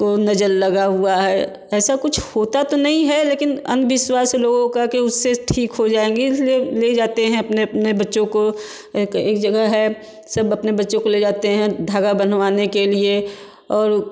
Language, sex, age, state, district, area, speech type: Hindi, female, 45-60, Uttar Pradesh, Varanasi, urban, spontaneous